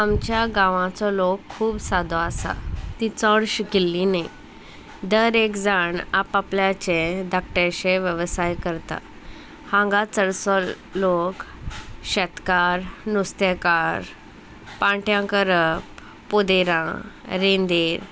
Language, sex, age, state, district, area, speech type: Goan Konkani, female, 18-30, Goa, Salcete, rural, spontaneous